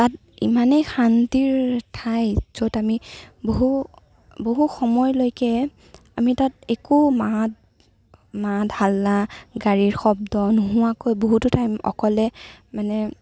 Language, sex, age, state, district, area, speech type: Assamese, female, 18-30, Assam, Kamrup Metropolitan, rural, spontaneous